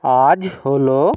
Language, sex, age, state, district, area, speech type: Bengali, male, 60+, West Bengal, Jhargram, rural, read